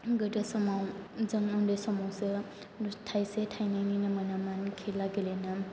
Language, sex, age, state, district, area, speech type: Bodo, male, 18-30, Assam, Chirang, rural, spontaneous